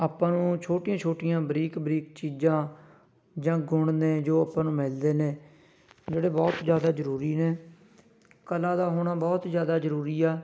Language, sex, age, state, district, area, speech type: Punjabi, male, 18-30, Punjab, Fatehgarh Sahib, rural, spontaneous